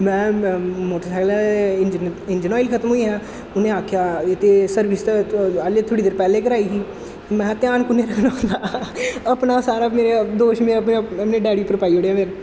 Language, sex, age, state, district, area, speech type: Dogri, male, 18-30, Jammu and Kashmir, Jammu, urban, spontaneous